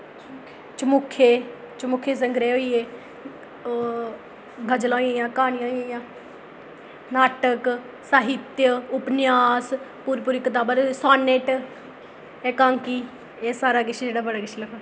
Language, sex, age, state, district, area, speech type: Dogri, female, 18-30, Jammu and Kashmir, Jammu, rural, spontaneous